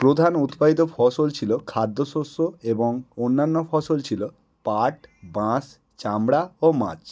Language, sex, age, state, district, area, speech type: Bengali, male, 18-30, West Bengal, Howrah, urban, read